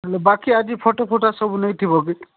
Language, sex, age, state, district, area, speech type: Odia, male, 45-60, Odisha, Nabarangpur, rural, conversation